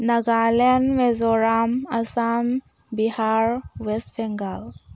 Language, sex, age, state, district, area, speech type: Manipuri, female, 18-30, Manipur, Tengnoupal, rural, spontaneous